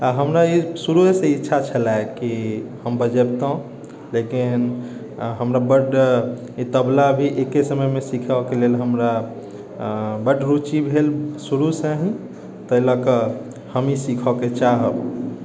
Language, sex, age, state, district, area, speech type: Maithili, male, 18-30, Bihar, Sitamarhi, urban, spontaneous